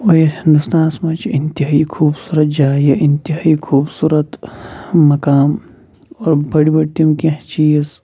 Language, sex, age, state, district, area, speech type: Kashmiri, male, 30-45, Jammu and Kashmir, Shopian, rural, spontaneous